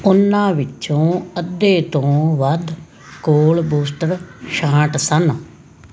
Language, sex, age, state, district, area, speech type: Punjabi, female, 45-60, Punjab, Muktsar, urban, read